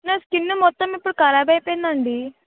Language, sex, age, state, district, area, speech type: Telugu, female, 18-30, Telangana, Vikarabad, urban, conversation